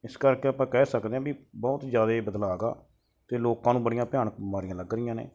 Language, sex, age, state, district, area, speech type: Punjabi, male, 30-45, Punjab, Mansa, urban, spontaneous